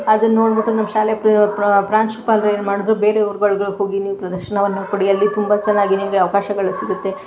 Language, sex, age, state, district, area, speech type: Kannada, female, 45-60, Karnataka, Mandya, rural, spontaneous